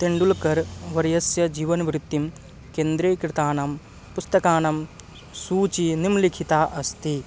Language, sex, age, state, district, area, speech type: Sanskrit, male, 18-30, Bihar, East Champaran, rural, read